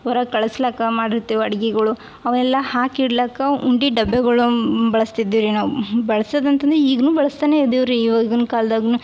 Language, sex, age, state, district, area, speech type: Kannada, female, 18-30, Karnataka, Yadgir, urban, spontaneous